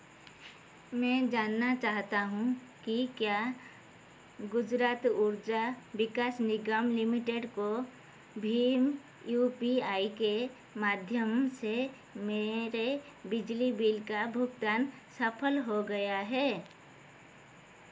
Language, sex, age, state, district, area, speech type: Hindi, female, 45-60, Madhya Pradesh, Chhindwara, rural, read